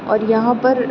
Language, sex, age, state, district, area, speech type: Urdu, female, 18-30, Uttar Pradesh, Aligarh, urban, spontaneous